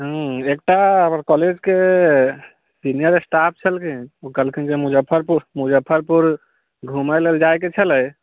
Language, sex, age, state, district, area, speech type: Maithili, male, 18-30, Bihar, Muzaffarpur, rural, conversation